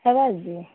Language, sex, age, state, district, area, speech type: Odia, female, 30-45, Odisha, Bargarh, urban, conversation